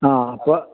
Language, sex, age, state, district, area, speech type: Malayalam, male, 60+, Kerala, Idukki, rural, conversation